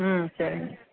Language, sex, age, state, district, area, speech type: Tamil, female, 60+, Tamil Nadu, Dharmapuri, urban, conversation